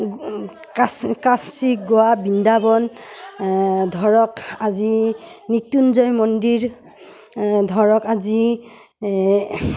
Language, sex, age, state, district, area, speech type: Assamese, female, 30-45, Assam, Udalguri, rural, spontaneous